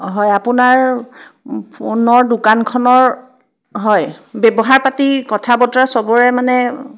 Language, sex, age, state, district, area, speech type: Assamese, female, 30-45, Assam, Biswanath, rural, spontaneous